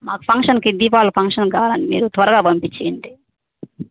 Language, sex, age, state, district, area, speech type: Telugu, female, 60+, Andhra Pradesh, Kadapa, rural, conversation